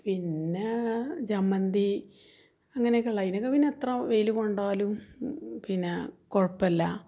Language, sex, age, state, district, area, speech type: Malayalam, female, 45-60, Kerala, Malappuram, rural, spontaneous